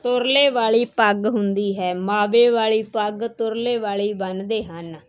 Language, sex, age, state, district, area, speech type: Punjabi, female, 30-45, Punjab, Moga, rural, spontaneous